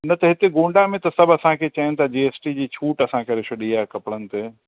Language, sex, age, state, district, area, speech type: Sindhi, male, 45-60, Uttar Pradesh, Lucknow, rural, conversation